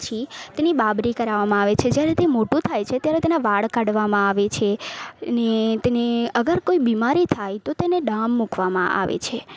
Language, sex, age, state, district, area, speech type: Gujarati, female, 18-30, Gujarat, Valsad, rural, spontaneous